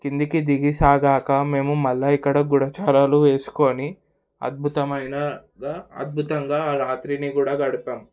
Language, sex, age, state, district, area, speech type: Telugu, male, 18-30, Telangana, Hyderabad, urban, spontaneous